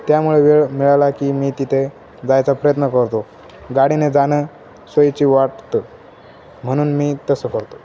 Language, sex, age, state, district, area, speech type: Marathi, male, 18-30, Maharashtra, Jalna, urban, spontaneous